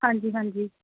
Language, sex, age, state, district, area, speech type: Punjabi, female, 18-30, Punjab, Mohali, urban, conversation